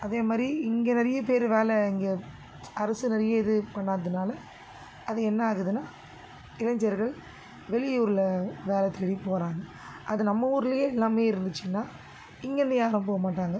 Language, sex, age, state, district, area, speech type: Tamil, female, 30-45, Tamil Nadu, Tiruvallur, urban, spontaneous